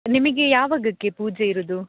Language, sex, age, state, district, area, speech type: Kannada, female, 18-30, Karnataka, Dakshina Kannada, rural, conversation